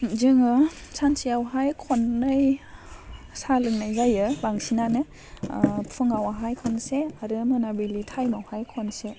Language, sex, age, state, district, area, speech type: Bodo, female, 18-30, Assam, Baksa, rural, spontaneous